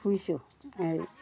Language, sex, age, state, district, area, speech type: Assamese, female, 60+, Assam, Lakhimpur, rural, spontaneous